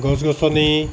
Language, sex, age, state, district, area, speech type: Assamese, male, 45-60, Assam, Dibrugarh, rural, spontaneous